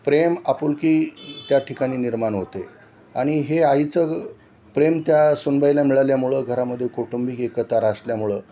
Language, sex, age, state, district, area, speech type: Marathi, male, 60+, Maharashtra, Nanded, urban, spontaneous